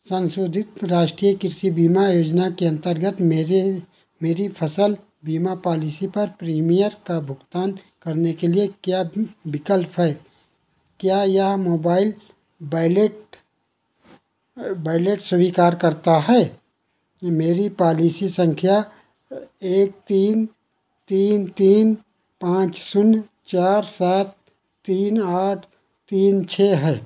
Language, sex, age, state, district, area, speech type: Hindi, male, 60+, Uttar Pradesh, Ayodhya, rural, read